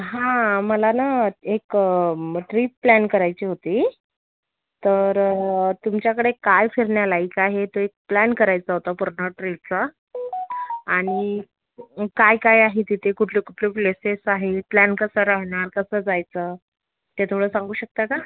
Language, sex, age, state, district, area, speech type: Marathi, female, 60+, Maharashtra, Yavatmal, rural, conversation